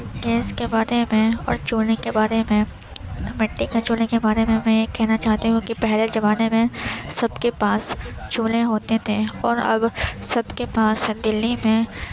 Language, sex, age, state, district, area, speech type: Urdu, female, 18-30, Uttar Pradesh, Gautam Buddha Nagar, rural, spontaneous